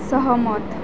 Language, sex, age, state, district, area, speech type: Marathi, female, 18-30, Maharashtra, Wardha, rural, read